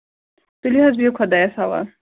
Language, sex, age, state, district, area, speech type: Kashmiri, female, 18-30, Jammu and Kashmir, Kulgam, rural, conversation